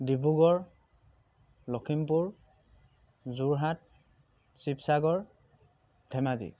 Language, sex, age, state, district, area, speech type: Assamese, male, 45-60, Assam, Dhemaji, rural, spontaneous